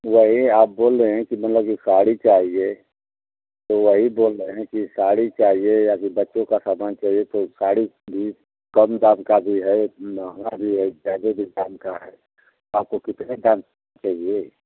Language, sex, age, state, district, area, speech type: Hindi, male, 60+, Uttar Pradesh, Mau, rural, conversation